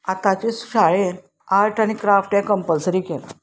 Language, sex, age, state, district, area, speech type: Goan Konkani, female, 45-60, Goa, Salcete, urban, spontaneous